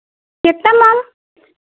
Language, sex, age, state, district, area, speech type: Hindi, female, 60+, Uttar Pradesh, Pratapgarh, rural, conversation